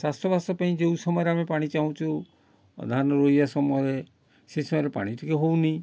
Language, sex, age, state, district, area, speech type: Odia, male, 60+, Odisha, Kalahandi, rural, spontaneous